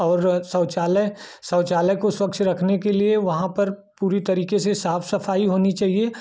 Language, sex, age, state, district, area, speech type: Hindi, male, 30-45, Uttar Pradesh, Jaunpur, rural, spontaneous